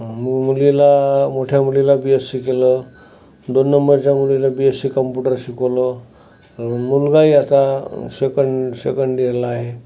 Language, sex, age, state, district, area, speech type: Marathi, male, 45-60, Maharashtra, Amravati, rural, spontaneous